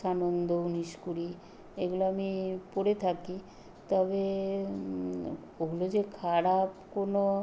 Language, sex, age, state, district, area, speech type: Bengali, female, 60+, West Bengal, Nadia, rural, spontaneous